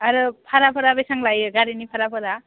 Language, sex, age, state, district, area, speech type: Bodo, female, 18-30, Assam, Udalguri, urban, conversation